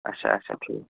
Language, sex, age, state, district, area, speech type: Kashmiri, male, 18-30, Jammu and Kashmir, Srinagar, urban, conversation